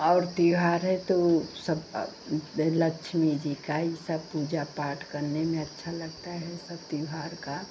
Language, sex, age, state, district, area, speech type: Hindi, female, 60+, Uttar Pradesh, Pratapgarh, urban, spontaneous